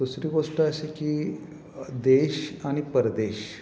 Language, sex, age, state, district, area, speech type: Marathi, male, 45-60, Maharashtra, Satara, urban, spontaneous